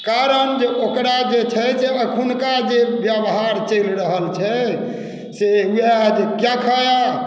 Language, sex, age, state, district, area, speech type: Maithili, male, 60+, Bihar, Madhubani, rural, spontaneous